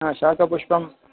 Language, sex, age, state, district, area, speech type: Sanskrit, male, 45-60, Kerala, Kasaragod, urban, conversation